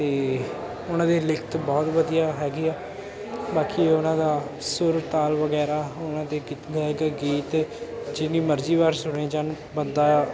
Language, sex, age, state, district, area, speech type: Punjabi, male, 18-30, Punjab, Ludhiana, urban, spontaneous